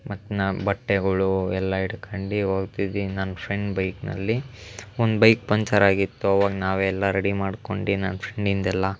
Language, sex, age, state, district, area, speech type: Kannada, male, 18-30, Karnataka, Chitradurga, rural, spontaneous